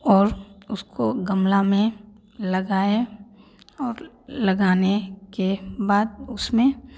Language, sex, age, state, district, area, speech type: Hindi, female, 18-30, Bihar, Samastipur, urban, spontaneous